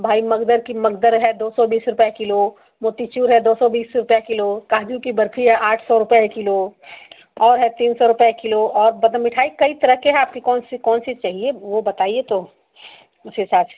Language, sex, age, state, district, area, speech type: Hindi, female, 45-60, Uttar Pradesh, Azamgarh, rural, conversation